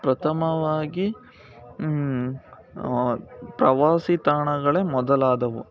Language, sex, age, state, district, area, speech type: Kannada, male, 18-30, Karnataka, Chikkamagaluru, rural, spontaneous